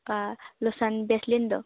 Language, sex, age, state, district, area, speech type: Manipuri, female, 18-30, Manipur, Churachandpur, rural, conversation